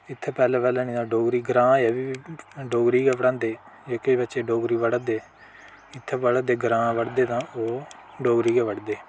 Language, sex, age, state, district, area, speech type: Dogri, male, 18-30, Jammu and Kashmir, Udhampur, rural, spontaneous